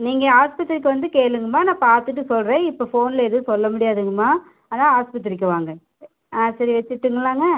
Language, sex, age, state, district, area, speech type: Tamil, female, 18-30, Tamil Nadu, Namakkal, rural, conversation